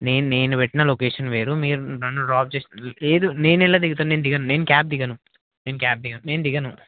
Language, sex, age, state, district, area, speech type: Telugu, male, 18-30, Telangana, Mahbubnagar, rural, conversation